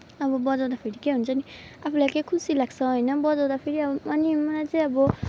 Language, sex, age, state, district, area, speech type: Nepali, female, 18-30, West Bengal, Kalimpong, rural, spontaneous